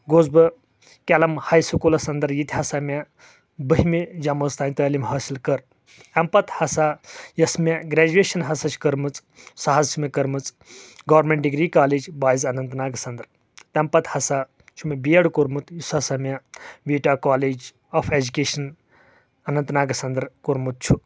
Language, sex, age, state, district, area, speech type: Kashmiri, male, 30-45, Jammu and Kashmir, Kulgam, rural, spontaneous